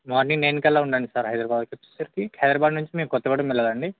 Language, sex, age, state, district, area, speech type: Telugu, male, 18-30, Telangana, Bhadradri Kothagudem, urban, conversation